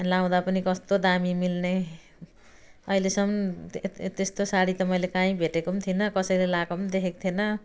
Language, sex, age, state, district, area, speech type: Nepali, female, 60+, West Bengal, Jalpaiguri, urban, spontaneous